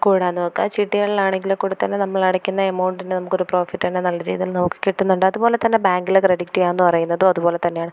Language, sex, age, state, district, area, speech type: Malayalam, female, 18-30, Kerala, Thiruvananthapuram, rural, spontaneous